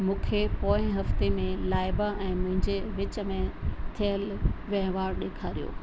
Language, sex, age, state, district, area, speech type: Sindhi, female, 60+, Rajasthan, Ajmer, urban, read